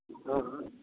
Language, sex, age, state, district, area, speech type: Maithili, male, 18-30, Bihar, Supaul, urban, conversation